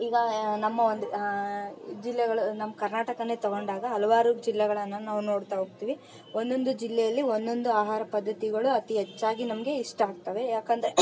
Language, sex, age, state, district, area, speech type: Kannada, female, 30-45, Karnataka, Vijayanagara, rural, spontaneous